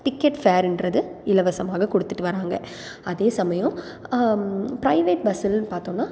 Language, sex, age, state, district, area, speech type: Tamil, female, 18-30, Tamil Nadu, Salem, urban, spontaneous